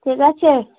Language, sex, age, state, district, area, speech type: Bengali, female, 30-45, West Bengal, Darjeeling, urban, conversation